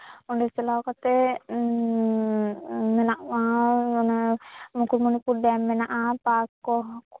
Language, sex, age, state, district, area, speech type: Santali, female, 18-30, West Bengal, Jhargram, rural, conversation